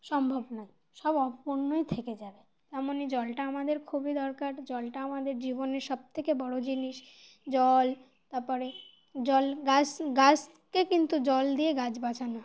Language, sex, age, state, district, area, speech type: Bengali, female, 18-30, West Bengal, Dakshin Dinajpur, urban, spontaneous